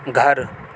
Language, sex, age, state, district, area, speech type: Urdu, male, 18-30, Delhi, South Delhi, urban, read